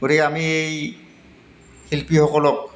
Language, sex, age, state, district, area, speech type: Assamese, male, 45-60, Assam, Goalpara, urban, spontaneous